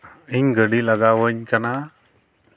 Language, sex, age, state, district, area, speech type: Santali, male, 18-30, West Bengal, Malda, rural, spontaneous